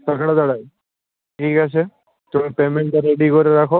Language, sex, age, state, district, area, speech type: Bengali, male, 18-30, West Bengal, Uttar Dinajpur, urban, conversation